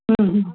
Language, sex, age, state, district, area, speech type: Kannada, female, 30-45, Karnataka, Bellary, rural, conversation